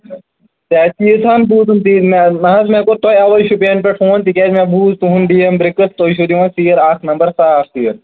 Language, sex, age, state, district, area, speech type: Kashmiri, male, 30-45, Jammu and Kashmir, Shopian, rural, conversation